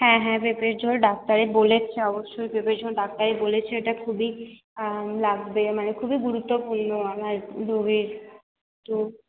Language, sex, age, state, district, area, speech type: Bengali, female, 18-30, West Bengal, Purba Bardhaman, urban, conversation